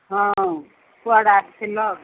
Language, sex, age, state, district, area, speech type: Odia, female, 60+, Odisha, Gajapati, rural, conversation